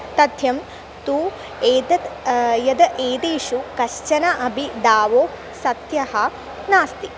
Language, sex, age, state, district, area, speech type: Sanskrit, female, 18-30, Kerala, Thrissur, rural, spontaneous